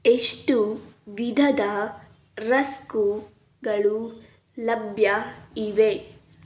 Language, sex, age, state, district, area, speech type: Kannada, female, 30-45, Karnataka, Davanagere, urban, read